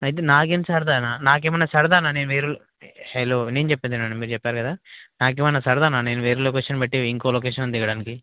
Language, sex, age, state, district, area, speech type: Telugu, male, 18-30, Telangana, Mahbubnagar, rural, conversation